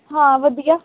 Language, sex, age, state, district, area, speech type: Punjabi, female, 18-30, Punjab, Pathankot, rural, conversation